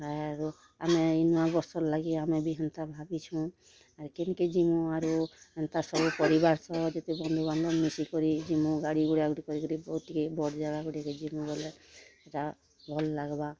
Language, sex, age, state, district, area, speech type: Odia, female, 45-60, Odisha, Kalahandi, rural, spontaneous